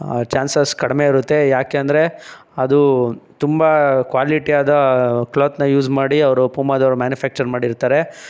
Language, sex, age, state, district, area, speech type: Kannada, male, 18-30, Karnataka, Tumkur, urban, spontaneous